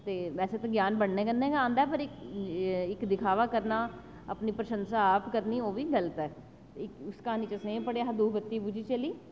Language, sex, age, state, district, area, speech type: Dogri, female, 30-45, Jammu and Kashmir, Jammu, urban, spontaneous